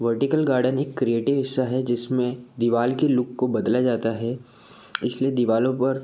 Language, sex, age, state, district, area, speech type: Hindi, male, 18-30, Madhya Pradesh, Betul, urban, spontaneous